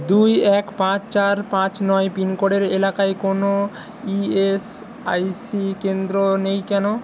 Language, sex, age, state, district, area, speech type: Bengali, male, 60+, West Bengal, Jhargram, rural, read